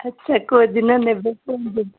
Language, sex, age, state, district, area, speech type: Odia, female, 45-60, Odisha, Sundergarh, urban, conversation